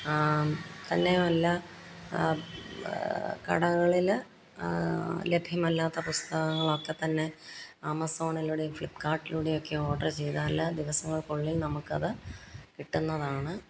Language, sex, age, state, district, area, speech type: Malayalam, female, 45-60, Kerala, Pathanamthitta, rural, spontaneous